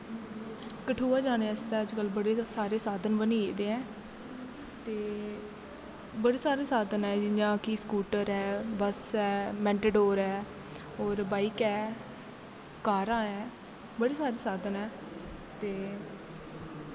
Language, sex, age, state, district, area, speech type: Dogri, female, 18-30, Jammu and Kashmir, Kathua, rural, spontaneous